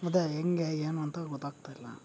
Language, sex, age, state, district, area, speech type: Kannada, male, 18-30, Karnataka, Chikkaballapur, rural, spontaneous